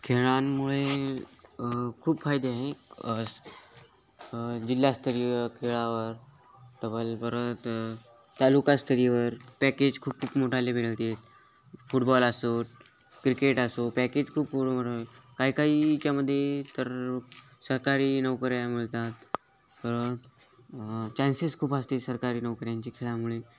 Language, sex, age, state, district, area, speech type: Marathi, male, 18-30, Maharashtra, Hingoli, urban, spontaneous